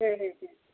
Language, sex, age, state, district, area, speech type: Hindi, female, 45-60, Uttar Pradesh, Prayagraj, rural, conversation